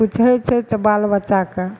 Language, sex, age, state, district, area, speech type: Maithili, female, 60+, Bihar, Madhepura, urban, spontaneous